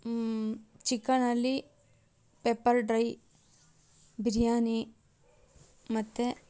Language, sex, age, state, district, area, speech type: Kannada, female, 18-30, Karnataka, Tumkur, urban, spontaneous